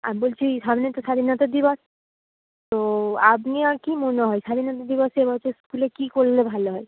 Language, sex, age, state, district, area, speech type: Bengali, female, 18-30, West Bengal, Darjeeling, urban, conversation